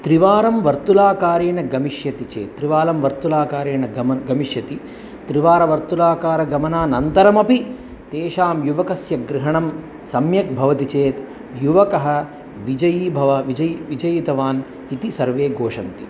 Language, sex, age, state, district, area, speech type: Sanskrit, male, 45-60, Tamil Nadu, Coimbatore, urban, spontaneous